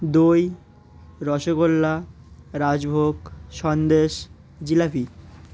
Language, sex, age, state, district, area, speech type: Bengali, male, 18-30, West Bengal, Uttar Dinajpur, urban, spontaneous